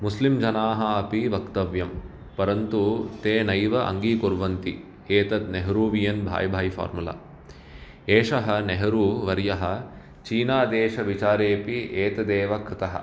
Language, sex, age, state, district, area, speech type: Sanskrit, male, 30-45, Karnataka, Bangalore Urban, urban, spontaneous